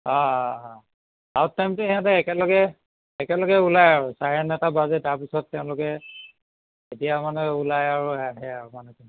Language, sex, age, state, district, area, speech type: Assamese, male, 60+, Assam, Tinsukia, rural, conversation